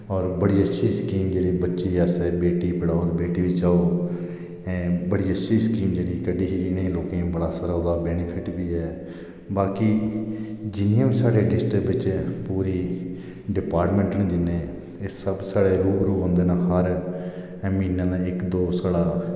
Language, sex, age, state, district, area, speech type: Dogri, male, 45-60, Jammu and Kashmir, Reasi, rural, spontaneous